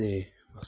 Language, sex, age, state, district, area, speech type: Punjabi, male, 18-30, Punjab, Patiala, urban, spontaneous